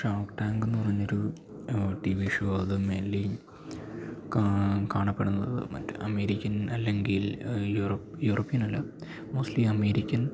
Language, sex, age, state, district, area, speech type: Malayalam, male, 18-30, Kerala, Idukki, rural, spontaneous